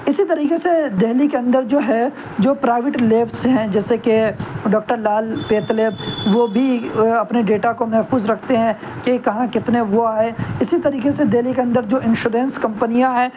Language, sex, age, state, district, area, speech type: Urdu, male, 18-30, Delhi, North West Delhi, urban, spontaneous